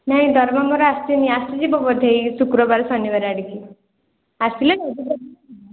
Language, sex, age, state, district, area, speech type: Odia, female, 18-30, Odisha, Khordha, rural, conversation